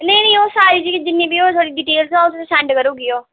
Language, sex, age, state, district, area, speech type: Dogri, female, 30-45, Jammu and Kashmir, Udhampur, urban, conversation